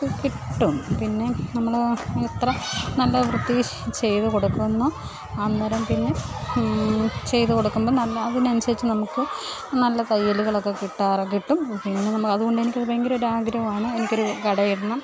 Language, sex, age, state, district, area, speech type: Malayalam, female, 30-45, Kerala, Pathanamthitta, rural, spontaneous